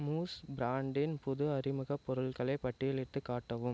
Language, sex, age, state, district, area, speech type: Tamil, male, 18-30, Tamil Nadu, Namakkal, rural, read